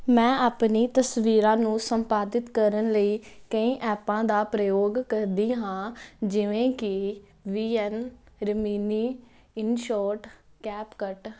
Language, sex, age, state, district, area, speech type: Punjabi, female, 18-30, Punjab, Jalandhar, urban, spontaneous